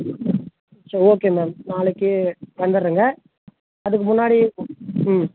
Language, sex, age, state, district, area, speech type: Tamil, male, 30-45, Tamil Nadu, Dharmapuri, rural, conversation